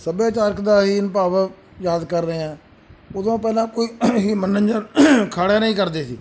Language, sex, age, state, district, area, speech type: Punjabi, male, 60+, Punjab, Bathinda, urban, spontaneous